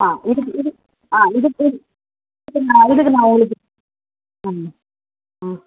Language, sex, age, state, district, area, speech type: Tamil, female, 30-45, Tamil Nadu, Tirunelveli, rural, conversation